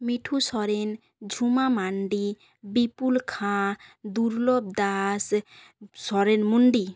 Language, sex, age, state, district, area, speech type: Bengali, female, 45-60, West Bengal, Jhargram, rural, spontaneous